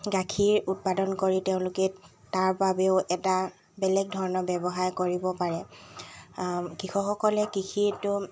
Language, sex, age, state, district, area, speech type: Assamese, female, 18-30, Assam, Dibrugarh, urban, spontaneous